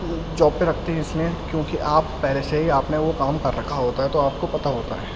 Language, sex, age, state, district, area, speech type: Urdu, male, 18-30, Delhi, East Delhi, urban, spontaneous